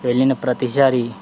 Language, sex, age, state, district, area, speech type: Telugu, male, 18-30, Andhra Pradesh, East Godavari, urban, spontaneous